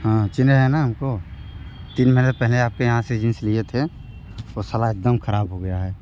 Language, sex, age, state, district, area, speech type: Hindi, male, 18-30, Uttar Pradesh, Mirzapur, rural, spontaneous